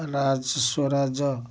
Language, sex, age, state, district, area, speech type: Odia, male, 30-45, Odisha, Kendrapara, urban, spontaneous